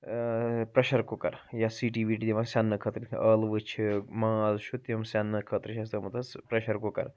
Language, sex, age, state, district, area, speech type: Kashmiri, male, 30-45, Jammu and Kashmir, Srinagar, urban, spontaneous